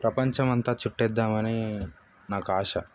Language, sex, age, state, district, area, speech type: Telugu, male, 30-45, Telangana, Sangareddy, urban, spontaneous